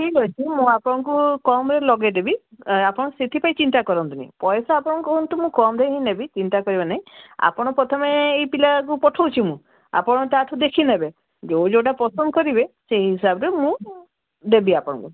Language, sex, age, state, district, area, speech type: Odia, female, 60+, Odisha, Gajapati, rural, conversation